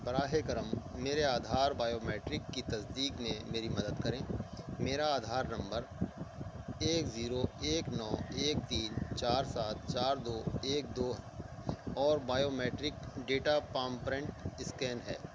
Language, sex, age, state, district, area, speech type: Urdu, male, 45-60, Delhi, East Delhi, urban, read